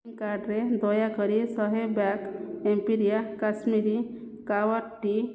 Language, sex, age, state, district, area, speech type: Odia, female, 45-60, Odisha, Jajpur, rural, read